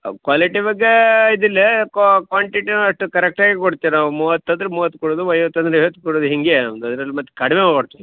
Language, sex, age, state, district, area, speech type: Kannada, male, 45-60, Karnataka, Uttara Kannada, rural, conversation